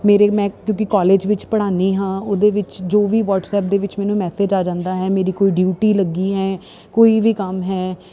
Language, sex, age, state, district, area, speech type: Punjabi, female, 30-45, Punjab, Ludhiana, urban, spontaneous